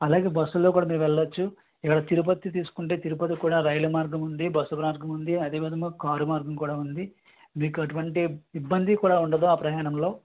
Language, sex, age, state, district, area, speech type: Telugu, male, 18-30, Andhra Pradesh, East Godavari, rural, conversation